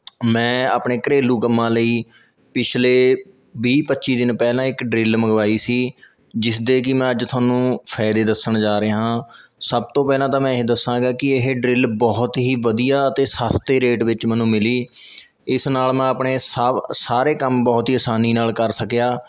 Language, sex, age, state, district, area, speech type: Punjabi, male, 18-30, Punjab, Mohali, rural, spontaneous